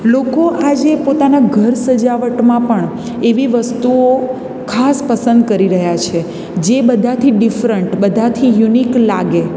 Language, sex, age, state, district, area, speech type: Gujarati, female, 30-45, Gujarat, Surat, urban, spontaneous